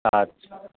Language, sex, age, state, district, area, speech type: Bengali, male, 60+, West Bengal, Hooghly, rural, conversation